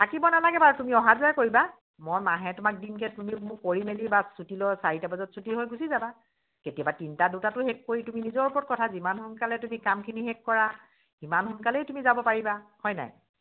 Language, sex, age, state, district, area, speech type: Assamese, female, 45-60, Assam, Dibrugarh, rural, conversation